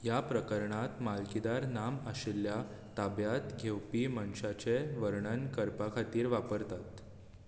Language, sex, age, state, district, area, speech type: Goan Konkani, male, 18-30, Goa, Bardez, urban, read